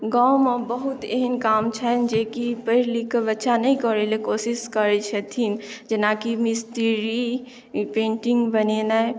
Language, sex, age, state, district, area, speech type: Maithili, female, 18-30, Bihar, Madhubani, rural, spontaneous